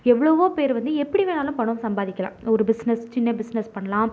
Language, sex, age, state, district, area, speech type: Tamil, female, 30-45, Tamil Nadu, Mayiladuthurai, urban, spontaneous